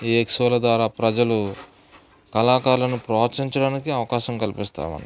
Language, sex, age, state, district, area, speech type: Telugu, male, 45-60, Andhra Pradesh, Eluru, rural, spontaneous